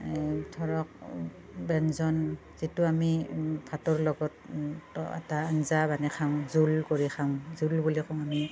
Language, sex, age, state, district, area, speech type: Assamese, female, 45-60, Assam, Barpeta, rural, spontaneous